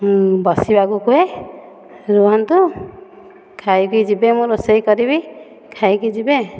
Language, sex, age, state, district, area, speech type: Odia, female, 30-45, Odisha, Dhenkanal, rural, spontaneous